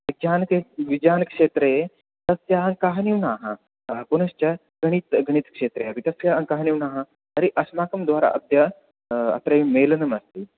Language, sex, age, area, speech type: Sanskrit, male, 18-30, rural, conversation